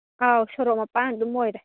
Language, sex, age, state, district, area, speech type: Manipuri, female, 18-30, Manipur, Kangpokpi, urban, conversation